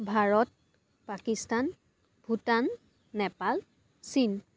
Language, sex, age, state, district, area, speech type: Assamese, female, 18-30, Assam, Dibrugarh, rural, spontaneous